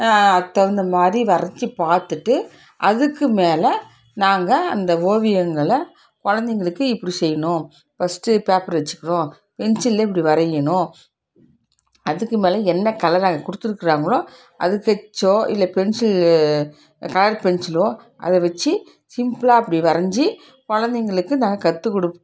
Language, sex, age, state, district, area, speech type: Tamil, female, 60+, Tamil Nadu, Krishnagiri, rural, spontaneous